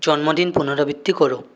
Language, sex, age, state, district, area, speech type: Bengali, male, 30-45, West Bengal, Purulia, urban, read